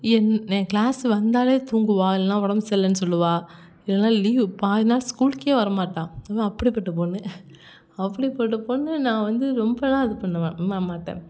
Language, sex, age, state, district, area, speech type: Tamil, female, 18-30, Tamil Nadu, Thanjavur, rural, spontaneous